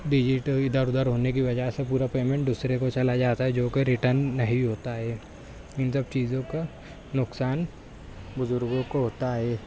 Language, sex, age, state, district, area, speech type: Urdu, male, 18-30, Maharashtra, Nashik, urban, spontaneous